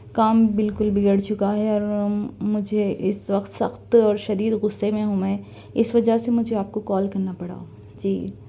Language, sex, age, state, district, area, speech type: Urdu, female, 30-45, Telangana, Hyderabad, urban, spontaneous